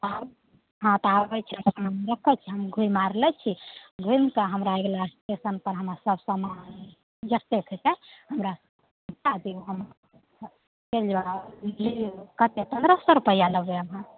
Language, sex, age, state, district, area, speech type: Maithili, female, 18-30, Bihar, Samastipur, rural, conversation